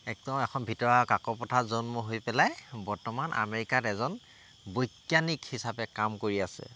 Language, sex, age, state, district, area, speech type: Assamese, male, 30-45, Assam, Tinsukia, urban, spontaneous